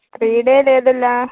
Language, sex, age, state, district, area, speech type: Malayalam, female, 18-30, Kerala, Wayanad, rural, conversation